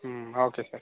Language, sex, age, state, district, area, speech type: Kannada, male, 18-30, Karnataka, Chitradurga, rural, conversation